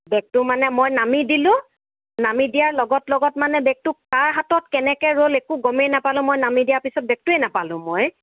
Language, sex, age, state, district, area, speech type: Assamese, female, 45-60, Assam, Nagaon, rural, conversation